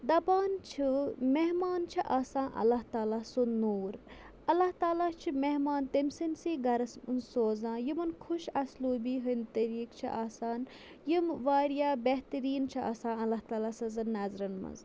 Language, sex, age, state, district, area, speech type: Kashmiri, female, 60+, Jammu and Kashmir, Bandipora, rural, spontaneous